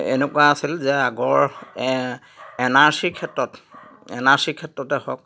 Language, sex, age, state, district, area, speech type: Assamese, male, 45-60, Assam, Dhemaji, rural, spontaneous